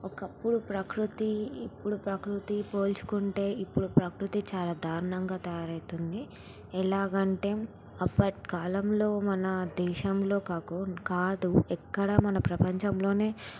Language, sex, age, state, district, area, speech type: Telugu, female, 18-30, Telangana, Sangareddy, urban, spontaneous